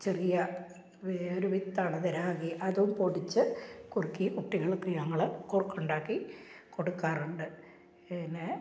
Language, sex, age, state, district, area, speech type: Malayalam, female, 60+, Kerala, Malappuram, rural, spontaneous